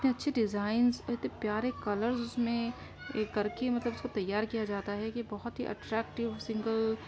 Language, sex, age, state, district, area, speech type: Urdu, female, 30-45, Uttar Pradesh, Gautam Buddha Nagar, rural, spontaneous